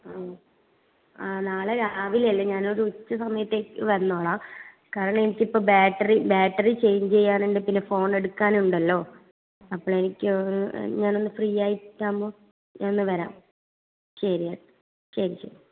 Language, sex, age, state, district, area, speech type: Malayalam, female, 18-30, Kerala, Kasaragod, rural, conversation